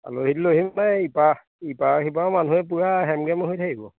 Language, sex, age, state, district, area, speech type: Assamese, male, 30-45, Assam, Majuli, urban, conversation